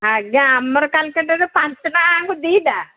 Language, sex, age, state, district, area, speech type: Odia, female, 45-60, Odisha, Sundergarh, rural, conversation